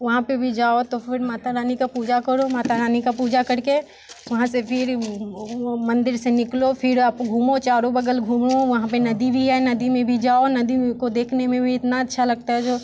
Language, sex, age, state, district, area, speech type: Hindi, female, 18-30, Bihar, Muzaffarpur, urban, spontaneous